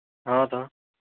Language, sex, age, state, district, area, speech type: Odia, male, 18-30, Odisha, Bargarh, urban, conversation